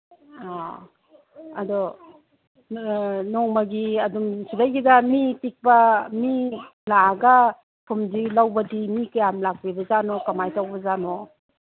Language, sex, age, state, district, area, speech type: Manipuri, female, 45-60, Manipur, Kangpokpi, urban, conversation